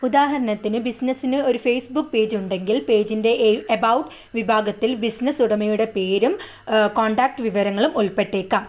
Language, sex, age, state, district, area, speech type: Malayalam, female, 18-30, Kerala, Kannur, rural, read